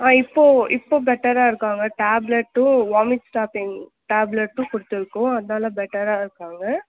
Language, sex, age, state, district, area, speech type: Tamil, female, 18-30, Tamil Nadu, Krishnagiri, rural, conversation